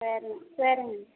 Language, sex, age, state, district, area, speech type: Tamil, female, 30-45, Tamil Nadu, Tirupattur, rural, conversation